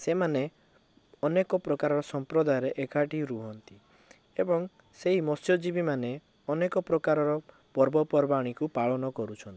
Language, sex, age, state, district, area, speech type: Odia, male, 18-30, Odisha, Cuttack, urban, spontaneous